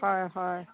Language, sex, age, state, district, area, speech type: Assamese, female, 45-60, Assam, Dhemaji, rural, conversation